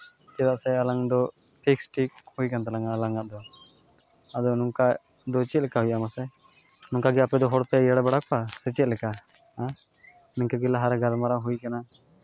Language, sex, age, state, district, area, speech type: Santali, male, 18-30, West Bengal, Malda, rural, spontaneous